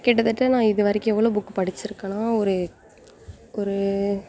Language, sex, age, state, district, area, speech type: Tamil, female, 18-30, Tamil Nadu, Thanjavur, rural, spontaneous